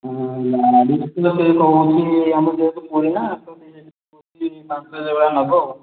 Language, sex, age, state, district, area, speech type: Odia, male, 30-45, Odisha, Puri, urban, conversation